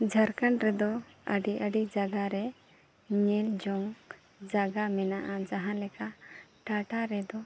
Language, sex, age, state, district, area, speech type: Santali, female, 30-45, Jharkhand, Seraikela Kharsawan, rural, spontaneous